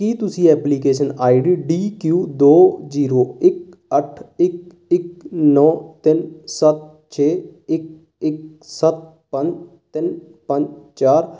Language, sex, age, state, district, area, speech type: Punjabi, male, 18-30, Punjab, Sangrur, urban, read